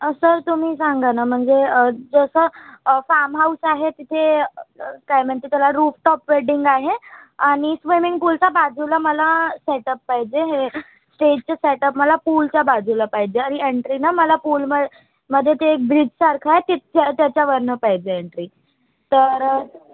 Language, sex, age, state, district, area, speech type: Marathi, female, 18-30, Maharashtra, Nagpur, urban, conversation